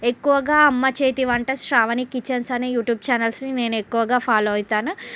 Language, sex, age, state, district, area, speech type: Telugu, female, 45-60, Andhra Pradesh, Srikakulam, rural, spontaneous